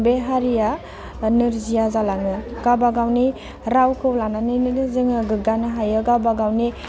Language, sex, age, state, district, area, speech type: Bodo, female, 18-30, Assam, Udalguri, rural, spontaneous